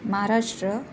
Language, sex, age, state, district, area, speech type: Marathi, female, 30-45, Maharashtra, Nagpur, urban, spontaneous